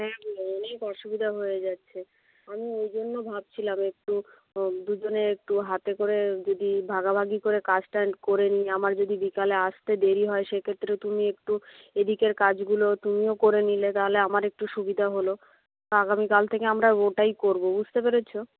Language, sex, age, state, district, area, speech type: Bengali, female, 60+, West Bengal, Nadia, rural, conversation